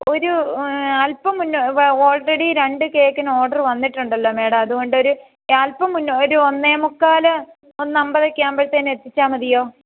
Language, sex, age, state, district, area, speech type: Malayalam, female, 30-45, Kerala, Idukki, rural, conversation